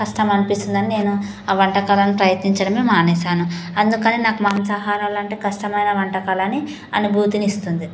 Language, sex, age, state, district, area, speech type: Telugu, female, 18-30, Telangana, Nagarkurnool, rural, spontaneous